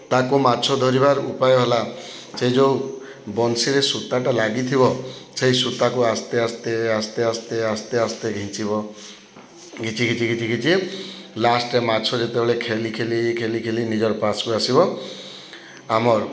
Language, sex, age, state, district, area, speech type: Odia, male, 60+, Odisha, Boudh, rural, spontaneous